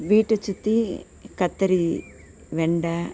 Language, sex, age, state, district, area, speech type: Tamil, female, 45-60, Tamil Nadu, Nagapattinam, urban, spontaneous